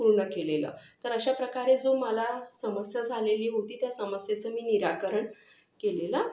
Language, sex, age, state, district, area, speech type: Marathi, female, 18-30, Maharashtra, Yavatmal, urban, spontaneous